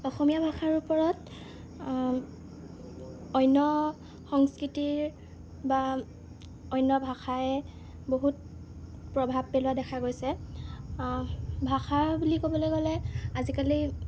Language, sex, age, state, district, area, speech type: Assamese, female, 18-30, Assam, Jorhat, urban, spontaneous